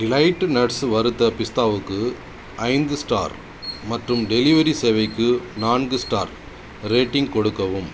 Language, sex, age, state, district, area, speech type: Tamil, male, 30-45, Tamil Nadu, Cuddalore, rural, read